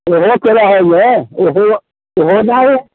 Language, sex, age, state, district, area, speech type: Hindi, male, 60+, Bihar, Muzaffarpur, rural, conversation